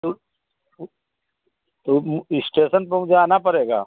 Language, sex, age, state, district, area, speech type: Hindi, male, 60+, Uttar Pradesh, Chandauli, rural, conversation